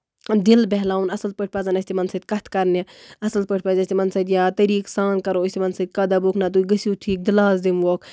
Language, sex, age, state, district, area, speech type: Kashmiri, female, 30-45, Jammu and Kashmir, Baramulla, rural, spontaneous